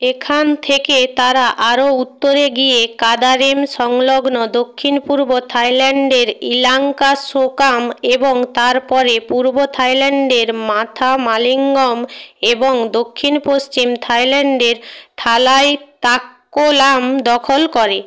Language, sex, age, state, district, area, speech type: Bengali, female, 45-60, West Bengal, Purba Medinipur, rural, read